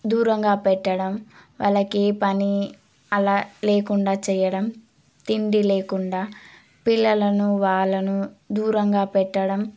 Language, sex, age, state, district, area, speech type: Telugu, female, 18-30, Telangana, Suryapet, urban, spontaneous